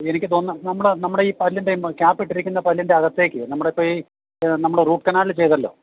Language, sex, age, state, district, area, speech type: Malayalam, male, 60+, Kerala, Idukki, rural, conversation